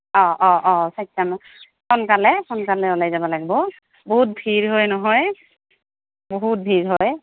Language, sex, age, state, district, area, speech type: Assamese, female, 18-30, Assam, Goalpara, rural, conversation